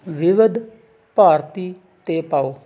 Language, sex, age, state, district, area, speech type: Punjabi, male, 45-60, Punjab, Hoshiarpur, rural, read